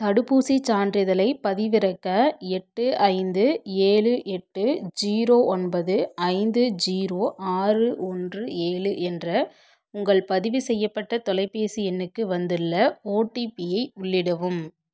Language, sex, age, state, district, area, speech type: Tamil, female, 18-30, Tamil Nadu, Namakkal, rural, read